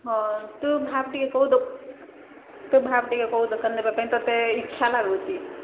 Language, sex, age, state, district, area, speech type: Odia, female, 30-45, Odisha, Sambalpur, rural, conversation